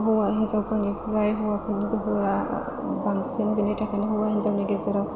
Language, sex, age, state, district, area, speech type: Bodo, female, 30-45, Assam, Chirang, urban, spontaneous